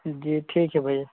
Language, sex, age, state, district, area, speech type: Hindi, male, 18-30, Madhya Pradesh, Bhopal, urban, conversation